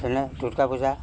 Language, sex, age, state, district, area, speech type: Assamese, male, 60+, Assam, Udalguri, rural, spontaneous